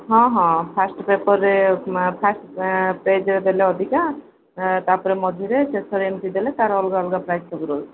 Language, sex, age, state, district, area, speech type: Odia, female, 45-60, Odisha, Koraput, urban, conversation